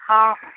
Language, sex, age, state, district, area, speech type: Odia, female, 45-60, Odisha, Sambalpur, rural, conversation